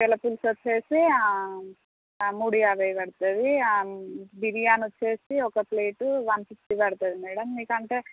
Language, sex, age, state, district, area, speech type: Telugu, female, 30-45, Telangana, Jangaon, rural, conversation